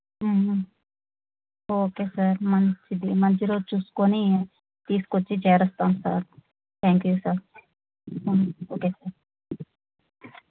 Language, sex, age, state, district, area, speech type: Telugu, female, 45-60, Andhra Pradesh, Nellore, rural, conversation